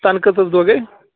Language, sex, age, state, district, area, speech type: Kashmiri, male, 18-30, Jammu and Kashmir, Baramulla, rural, conversation